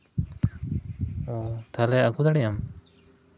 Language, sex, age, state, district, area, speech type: Santali, male, 18-30, West Bengal, Jhargram, rural, spontaneous